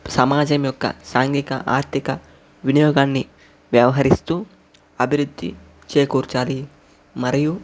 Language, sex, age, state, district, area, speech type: Telugu, male, 60+, Andhra Pradesh, Chittoor, rural, spontaneous